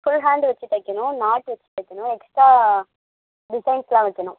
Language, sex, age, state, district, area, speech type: Tamil, female, 18-30, Tamil Nadu, Mayiladuthurai, rural, conversation